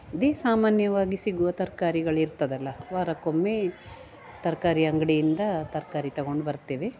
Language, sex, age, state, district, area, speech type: Kannada, female, 45-60, Karnataka, Dakshina Kannada, rural, spontaneous